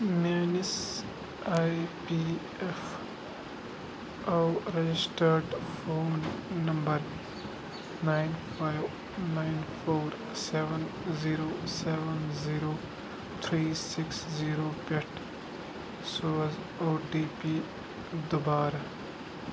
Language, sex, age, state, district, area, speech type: Kashmiri, male, 30-45, Jammu and Kashmir, Bandipora, rural, read